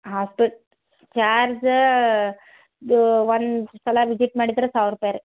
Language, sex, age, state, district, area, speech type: Kannada, female, 60+, Karnataka, Belgaum, rural, conversation